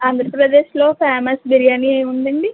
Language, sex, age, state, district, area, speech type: Telugu, female, 18-30, Andhra Pradesh, West Godavari, rural, conversation